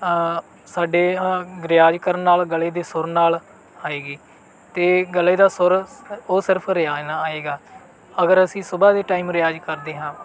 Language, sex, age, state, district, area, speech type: Punjabi, male, 18-30, Punjab, Bathinda, rural, spontaneous